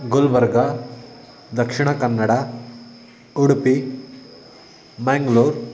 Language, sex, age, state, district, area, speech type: Sanskrit, male, 18-30, Karnataka, Uttara Kannada, rural, spontaneous